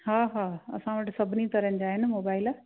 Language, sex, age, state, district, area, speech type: Sindhi, female, 45-60, Rajasthan, Ajmer, urban, conversation